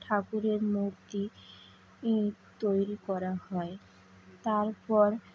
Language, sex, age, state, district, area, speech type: Bengali, female, 18-30, West Bengal, Howrah, urban, spontaneous